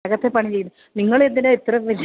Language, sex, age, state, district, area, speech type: Malayalam, female, 45-60, Kerala, Idukki, rural, conversation